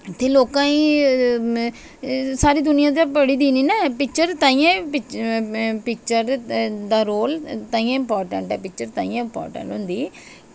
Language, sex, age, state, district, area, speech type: Dogri, female, 45-60, Jammu and Kashmir, Jammu, urban, spontaneous